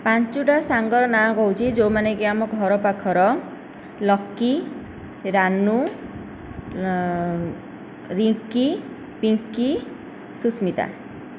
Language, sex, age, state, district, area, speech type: Odia, female, 18-30, Odisha, Nayagarh, rural, spontaneous